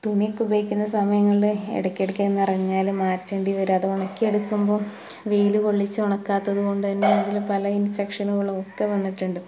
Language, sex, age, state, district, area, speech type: Malayalam, female, 18-30, Kerala, Malappuram, rural, spontaneous